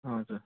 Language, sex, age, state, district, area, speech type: Nepali, male, 18-30, West Bengal, Darjeeling, rural, conversation